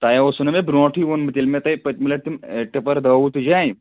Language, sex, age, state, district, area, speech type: Kashmiri, male, 18-30, Jammu and Kashmir, Anantnag, rural, conversation